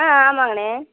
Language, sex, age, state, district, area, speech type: Tamil, female, 45-60, Tamil Nadu, Madurai, urban, conversation